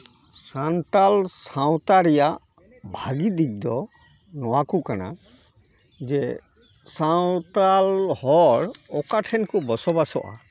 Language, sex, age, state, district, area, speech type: Santali, male, 45-60, West Bengal, Malda, rural, spontaneous